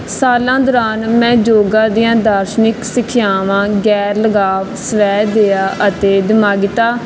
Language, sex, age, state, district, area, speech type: Punjabi, female, 18-30, Punjab, Barnala, urban, spontaneous